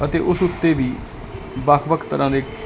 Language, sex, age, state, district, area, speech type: Punjabi, male, 45-60, Punjab, Barnala, rural, spontaneous